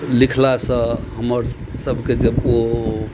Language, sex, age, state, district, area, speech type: Maithili, male, 60+, Bihar, Madhubani, rural, spontaneous